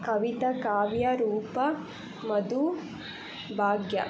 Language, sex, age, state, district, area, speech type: Kannada, female, 18-30, Karnataka, Chitradurga, rural, spontaneous